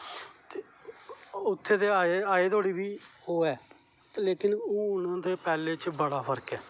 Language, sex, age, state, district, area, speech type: Dogri, male, 30-45, Jammu and Kashmir, Kathua, rural, spontaneous